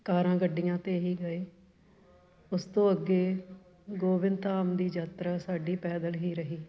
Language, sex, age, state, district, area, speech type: Punjabi, female, 45-60, Punjab, Fatehgarh Sahib, urban, spontaneous